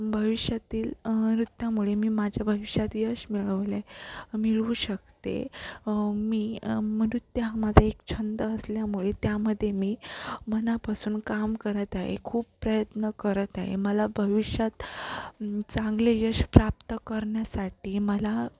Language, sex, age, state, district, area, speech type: Marathi, female, 18-30, Maharashtra, Sindhudurg, rural, spontaneous